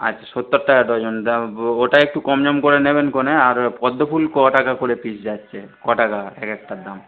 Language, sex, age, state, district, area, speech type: Bengali, male, 30-45, West Bengal, Darjeeling, rural, conversation